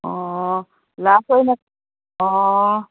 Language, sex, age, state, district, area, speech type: Manipuri, female, 45-60, Manipur, Kakching, rural, conversation